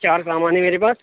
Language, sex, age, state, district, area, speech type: Urdu, male, 18-30, Uttar Pradesh, Saharanpur, urban, conversation